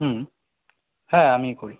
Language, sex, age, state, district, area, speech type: Bengali, male, 18-30, West Bengal, Kolkata, urban, conversation